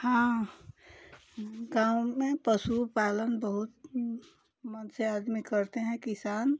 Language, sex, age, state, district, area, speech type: Hindi, female, 60+, Uttar Pradesh, Ghazipur, rural, spontaneous